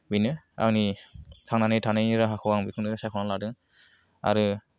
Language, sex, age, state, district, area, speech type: Bodo, male, 18-30, Assam, Kokrajhar, rural, spontaneous